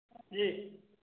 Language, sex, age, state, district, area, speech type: Hindi, male, 30-45, Uttar Pradesh, Sitapur, rural, conversation